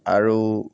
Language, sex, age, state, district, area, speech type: Assamese, male, 18-30, Assam, Kamrup Metropolitan, urban, spontaneous